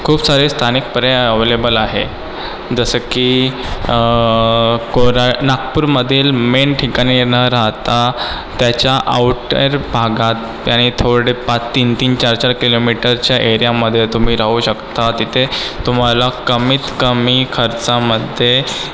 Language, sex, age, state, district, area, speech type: Marathi, female, 18-30, Maharashtra, Nagpur, urban, spontaneous